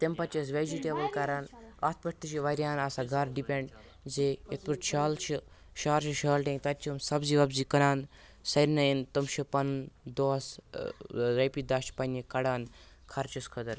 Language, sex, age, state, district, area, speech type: Kashmiri, male, 18-30, Jammu and Kashmir, Kupwara, rural, spontaneous